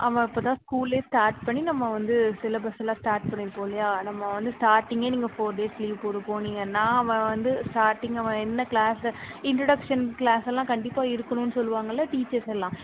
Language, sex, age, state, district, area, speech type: Tamil, female, 18-30, Tamil Nadu, Tirunelveli, rural, conversation